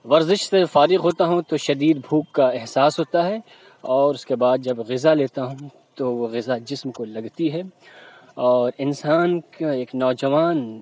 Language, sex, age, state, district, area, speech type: Urdu, male, 45-60, Uttar Pradesh, Lucknow, urban, spontaneous